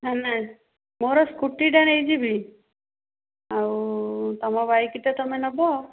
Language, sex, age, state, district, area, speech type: Odia, female, 60+, Odisha, Jharsuguda, rural, conversation